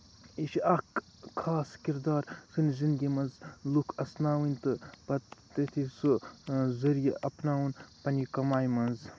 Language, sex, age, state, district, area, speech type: Kashmiri, male, 18-30, Jammu and Kashmir, Kupwara, urban, spontaneous